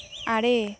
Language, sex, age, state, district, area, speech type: Santali, female, 18-30, West Bengal, Birbhum, rural, read